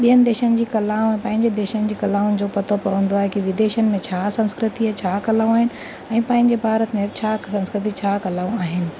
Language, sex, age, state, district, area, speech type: Sindhi, female, 30-45, Rajasthan, Ajmer, urban, spontaneous